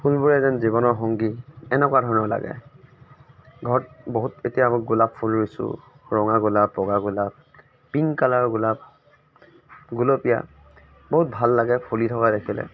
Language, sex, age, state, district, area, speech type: Assamese, male, 30-45, Assam, Dibrugarh, rural, spontaneous